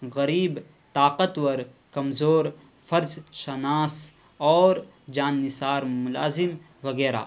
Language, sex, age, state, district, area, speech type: Urdu, male, 18-30, Bihar, Purnia, rural, spontaneous